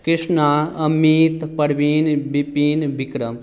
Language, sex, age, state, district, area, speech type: Maithili, male, 18-30, Bihar, Madhubani, rural, spontaneous